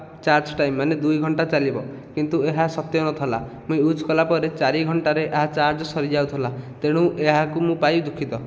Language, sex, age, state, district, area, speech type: Odia, male, 18-30, Odisha, Nayagarh, rural, spontaneous